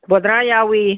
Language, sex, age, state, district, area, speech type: Manipuri, female, 60+, Manipur, Churachandpur, urban, conversation